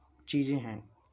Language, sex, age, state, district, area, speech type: Hindi, male, 18-30, Rajasthan, Bharatpur, urban, spontaneous